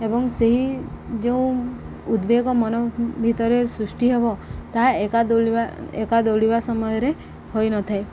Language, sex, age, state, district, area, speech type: Odia, female, 18-30, Odisha, Subarnapur, urban, spontaneous